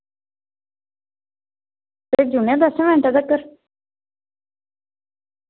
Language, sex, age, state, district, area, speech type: Dogri, female, 30-45, Jammu and Kashmir, Reasi, rural, conversation